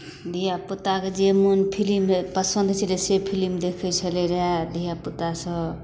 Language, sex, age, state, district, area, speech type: Maithili, female, 30-45, Bihar, Samastipur, rural, spontaneous